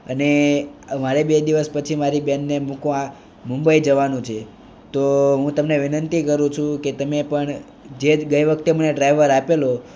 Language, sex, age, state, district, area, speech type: Gujarati, male, 18-30, Gujarat, Surat, rural, spontaneous